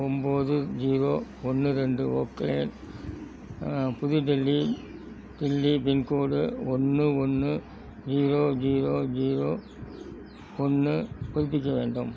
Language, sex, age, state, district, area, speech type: Tamil, male, 60+, Tamil Nadu, Thanjavur, rural, read